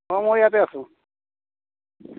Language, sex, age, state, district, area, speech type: Assamese, male, 45-60, Assam, Barpeta, rural, conversation